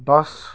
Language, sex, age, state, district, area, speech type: Nepali, male, 18-30, West Bengal, Kalimpong, rural, spontaneous